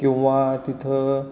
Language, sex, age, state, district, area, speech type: Marathi, male, 30-45, Maharashtra, Satara, urban, spontaneous